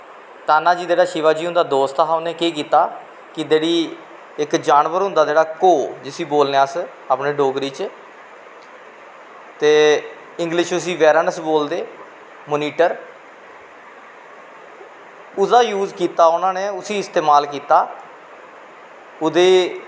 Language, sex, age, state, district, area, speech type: Dogri, male, 45-60, Jammu and Kashmir, Kathua, rural, spontaneous